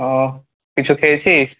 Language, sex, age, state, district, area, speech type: Bengali, male, 18-30, West Bengal, Kolkata, urban, conversation